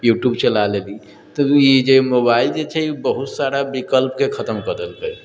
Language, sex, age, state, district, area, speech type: Maithili, male, 30-45, Bihar, Sitamarhi, urban, spontaneous